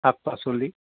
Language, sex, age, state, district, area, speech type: Assamese, male, 45-60, Assam, Dhemaji, rural, conversation